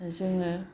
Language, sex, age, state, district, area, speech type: Bodo, female, 60+, Assam, Kokrajhar, rural, spontaneous